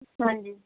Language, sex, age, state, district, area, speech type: Punjabi, female, 18-30, Punjab, Pathankot, urban, conversation